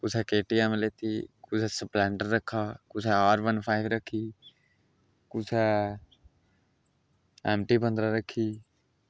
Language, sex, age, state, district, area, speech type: Dogri, male, 30-45, Jammu and Kashmir, Udhampur, rural, spontaneous